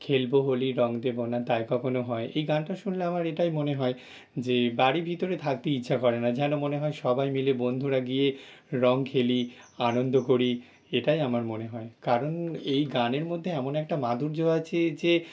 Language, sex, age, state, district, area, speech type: Bengali, male, 30-45, West Bengal, North 24 Parganas, urban, spontaneous